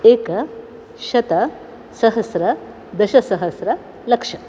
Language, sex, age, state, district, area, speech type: Sanskrit, female, 60+, Karnataka, Dakshina Kannada, urban, spontaneous